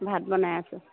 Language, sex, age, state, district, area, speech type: Assamese, female, 45-60, Assam, Sivasagar, rural, conversation